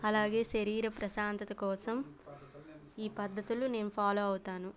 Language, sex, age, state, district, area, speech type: Telugu, female, 18-30, Andhra Pradesh, Bapatla, urban, spontaneous